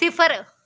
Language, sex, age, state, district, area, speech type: Dogri, female, 18-30, Jammu and Kashmir, Reasi, rural, read